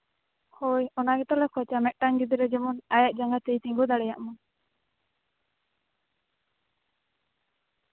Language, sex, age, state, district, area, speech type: Santali, female, 18-30, West Bengal, Bankura, rural, conversation